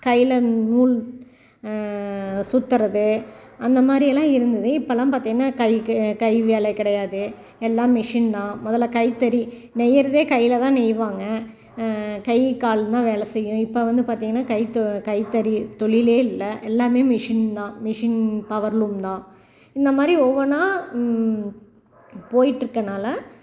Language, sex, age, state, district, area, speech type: Tamil, female, 45-60, Tamil Nadu, Salem, rural, spontaneous